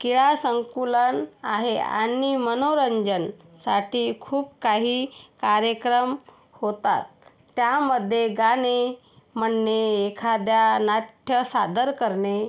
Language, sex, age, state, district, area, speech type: Marathi, female, 45-60, Maharashtra, Yavatmal, rural, spontaneous